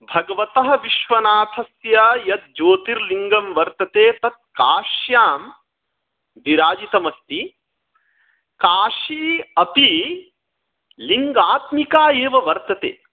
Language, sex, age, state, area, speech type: Sanskrit, male, 30-45, Bihar, rural, conversation